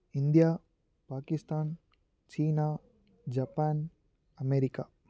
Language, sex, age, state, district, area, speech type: Tamil, male, 18-30, Tamil Nadu, Tiruvannamalai, urban, spontaneous